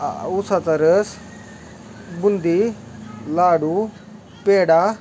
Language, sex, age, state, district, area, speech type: Marathi, male, 18-30, Maharashtra, Osmanabad, rural, spontaneous